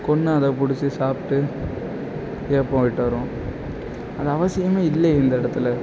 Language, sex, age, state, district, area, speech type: Tamil, male, 18-30, Tamil Nadu, Nagapattinam, rural, spontaneous